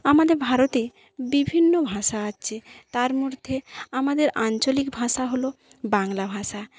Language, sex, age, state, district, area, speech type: Bengali, female, 30-45, West Bengal, Paschim Medinipur, rural, spontaneous